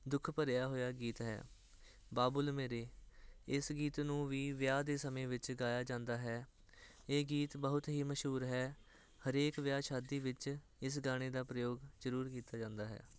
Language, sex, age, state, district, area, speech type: Punjabi, male, 18-30, Punjab, Hoshiarpur, urban, spontaneous